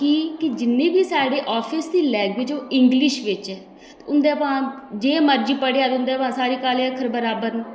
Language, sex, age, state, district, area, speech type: Dogri, female, 30-45, Jammu and Kashmir, Udhampur, rural, spontaneous